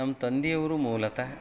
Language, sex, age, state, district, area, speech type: Kannada, male, 45-60, Karnataka, Koppal, rural, spontaneous